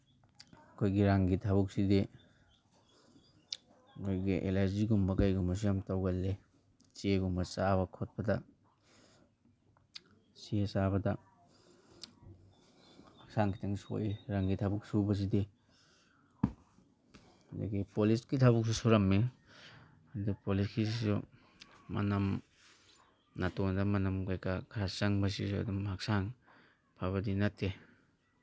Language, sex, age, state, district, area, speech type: Manipuri, male, 30-45, Manipur, Imphal East, rural, spontaneous